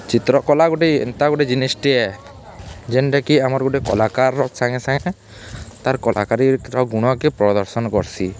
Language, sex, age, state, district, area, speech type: Odia, male, 18-30, Odisha, Balangir, urban, spontaneous